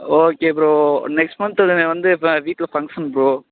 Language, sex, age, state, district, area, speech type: Tamil, male, 18-30, Tamil Nadu, Perambalur, rural, conversation